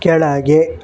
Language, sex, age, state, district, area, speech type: Kannada, male, 18-30, Karnataka, Shimoga, rural, read